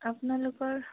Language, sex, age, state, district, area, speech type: Assamese, female, 18-30, Assam, Dibrugarh, rural, conversation